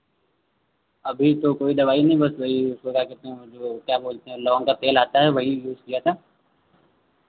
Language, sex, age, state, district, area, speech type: Hindi, male, 30-45, Uttar Pradesh, Lucknow, rural, conversation